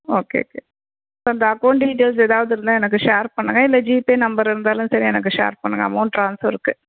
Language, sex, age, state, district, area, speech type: Tamil, female, 30-45, Tamil Nadu, Erode, rural, conversation